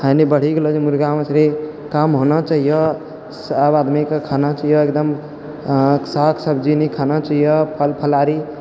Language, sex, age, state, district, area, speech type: Maithili, male, 45-60, Bihar, Purnia, rural, spontaneous